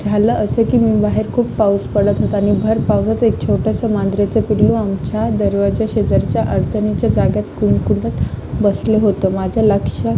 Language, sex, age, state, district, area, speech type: Marathi, female, 18-30, Maharashtra, Aurangabad, rural, spontaneous